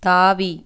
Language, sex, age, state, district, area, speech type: Tamil, female, 30-45, Tamil Nadu, Coimbatore, rural, read